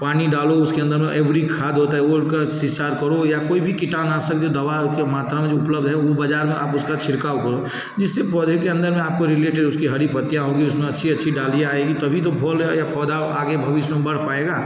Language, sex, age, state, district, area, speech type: Hindi, male, 45-60, Bihar, Darbhanga, rural, spontaneous